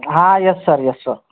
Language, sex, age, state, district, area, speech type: Marathi, male, 18-30, Maharashtra, Yavatmal, rural, conversation